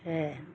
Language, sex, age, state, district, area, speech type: Punjabi, female, 60+, Punjab, Fazilka, rural, read